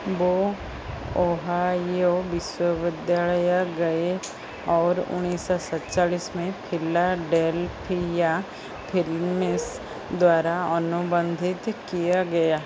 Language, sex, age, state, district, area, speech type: Hindi, female, 45-60, Madhya Pradesh, Chhindwara, rural, read